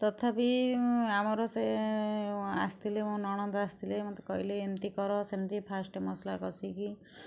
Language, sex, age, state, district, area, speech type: Odia, female, 60+, Odisha, Kendujhar, urban, spontaneous